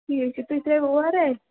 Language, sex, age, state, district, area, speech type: Kashmiri, female, 30-45, Jammu and Kashmir, Srinagar, urban, conversation